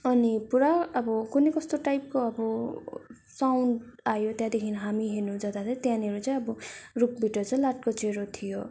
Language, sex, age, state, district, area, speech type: Nepali, female, 18-30, West Bengal, Darjeeling, rural, spontaneous